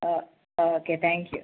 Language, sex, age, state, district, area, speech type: Malayalam, female, 18-30, Kerala, Kannur, rural, conversation